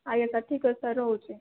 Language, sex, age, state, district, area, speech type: Odia, female, 18-30, Odisha, Jajpur, rural, conversation